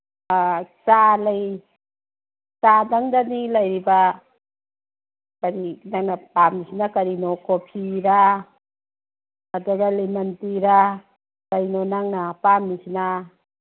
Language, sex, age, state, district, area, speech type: Manipuri, female, 45-60, Manipur, Kangpokpi, urban, conversation